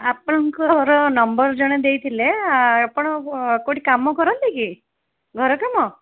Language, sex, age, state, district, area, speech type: Odia, female, 30-45, Odisha, Cuttack, urban, conversation